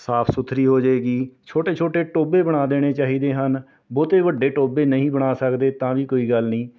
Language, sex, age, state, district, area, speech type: Punjabi, male, 45-60, Punjab, Rupnagar, urban, spontaneous